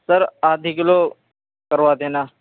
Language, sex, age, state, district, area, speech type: Urdu, male, 18-30, Uttar Pradesh, Saharanpur, urban, conversation